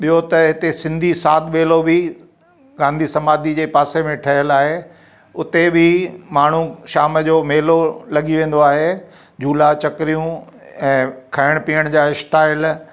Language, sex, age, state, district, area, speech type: Sindhi, male, 60+, Gujarat, Kutch, rural, spontaneous